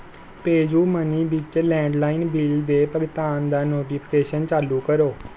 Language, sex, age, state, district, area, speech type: Punjabi, male, 18-30, Punjab, Rupnagar, rural, read